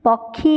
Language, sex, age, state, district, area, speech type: Odia, female, 60+, Odisha, Jajpur, rural, read